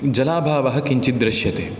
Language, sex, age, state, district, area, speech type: Sanskrit, male, 18-30, Karnataka, Udupi, rural, spontaneous